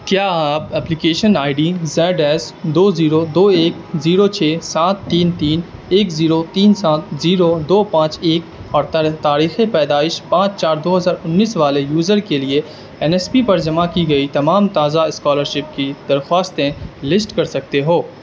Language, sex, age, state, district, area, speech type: Urdu, male, 18-30, Bihar, Darbhanga, rural, read